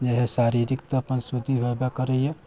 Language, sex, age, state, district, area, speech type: Maithili, male, 60+, Bihar, Sitamarhi, rural, spontaneous